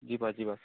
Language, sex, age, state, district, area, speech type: Odia, male, 18-30, Odisha, Balangir, urban, conversation